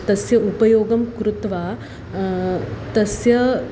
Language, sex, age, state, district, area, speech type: Sanskrit, female, 30-45, Maharashtra, Nagpur, urban, spontaneous